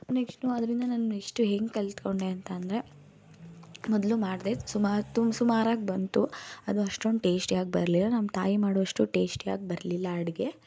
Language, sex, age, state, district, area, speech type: Kannada, female, 18-30, Karnataka, Mysore, urban, spontaneous